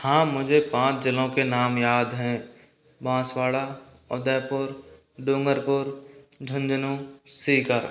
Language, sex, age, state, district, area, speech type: Hindi, male, 60+, Rajasthan, Karauli, rural, spontaneous